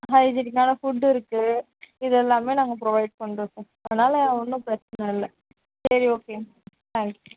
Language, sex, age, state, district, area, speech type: Tamil, female, 30-45, Tamil Nadu, Mayiladuthurai, rural, conversation